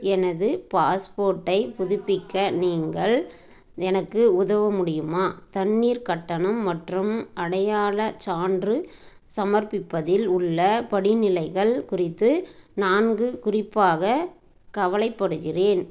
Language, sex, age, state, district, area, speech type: Tamil, female, 30-45, Tamil Nadu, Tirupattur, rural, read